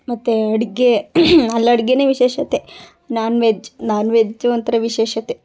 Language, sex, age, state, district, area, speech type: Kannada, female, 18-30, Karnataka, Chamarajanagar, rural, spontaneous